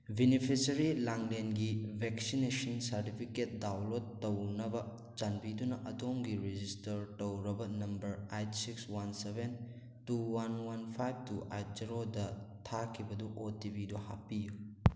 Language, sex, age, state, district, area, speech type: Manipuri, male, 18-30, Manipur, Thoubal, rural, read